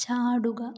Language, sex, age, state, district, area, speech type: Malayalam, female, 18-30, Kerala, Kottayam, rural, read